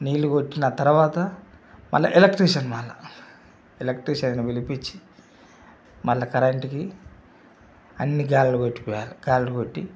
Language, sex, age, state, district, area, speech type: Telugu, male, 45-60, Telangana, Mancherial, rural, spontaneous